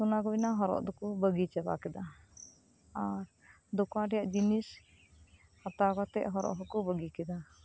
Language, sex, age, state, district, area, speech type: Santali, female, 30-45, West Bengal, Birbhum, rural, spontaneous